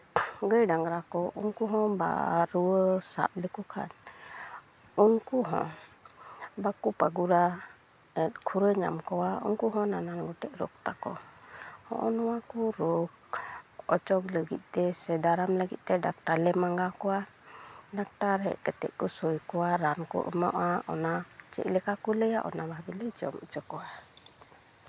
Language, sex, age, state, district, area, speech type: Santali, female, 30-45, West Bengal, Uttar Dinajpur, rural, spontaneous